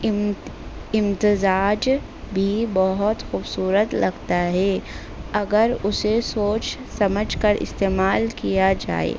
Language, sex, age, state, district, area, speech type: Urdu, female, 18-30, Delhi, North East Delhi, urban, spontaneous